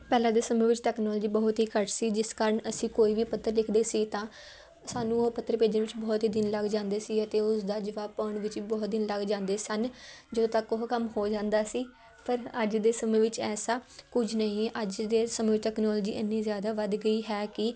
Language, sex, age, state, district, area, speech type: Punjabi, female, 18-30, Punjab, Patiala, urban, spontaneous